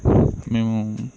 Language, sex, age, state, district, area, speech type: Telugu, male, 18-30, Telangana, Peddapalli, rural, spontaneous